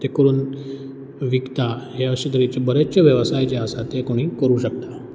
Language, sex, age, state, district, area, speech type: Goan Konkani, male, 30-45, Goa, Ponda, rural, spontaneous